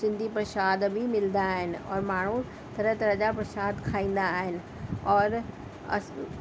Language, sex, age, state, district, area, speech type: Sindhi, female, 45-60, Delhi, South Delhi, urban, spontaneous